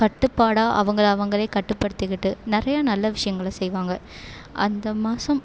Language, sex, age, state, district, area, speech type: Tamil, female, 18-30, Tamil Nadu, Perambalur, rural, spontaneous